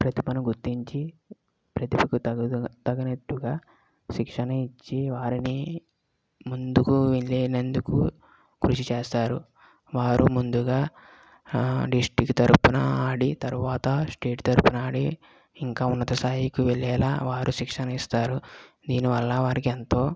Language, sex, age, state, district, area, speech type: Telugu, female, 18-30, Andhra Pradesh, West Godavari, rural, spontaneous